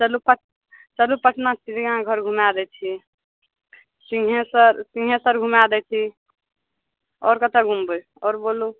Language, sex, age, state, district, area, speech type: Maithili, female, 18-30, Bihar, Madhepura, rural, conversation